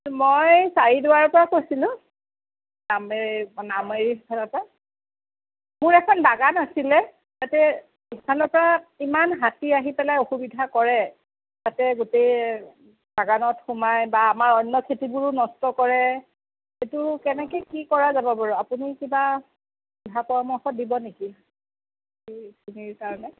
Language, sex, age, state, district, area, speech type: Assamese, female, 45-60, Assam, Sonitpur, urban, conversation